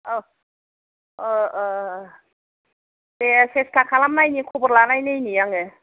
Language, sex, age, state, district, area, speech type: Bodo, female, 45-60, Assam, Kokrajhar, rural, conversation